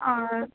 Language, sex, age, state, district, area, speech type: Sanskrit, female, 18-30, Kerala, Thrissur, urban, conversation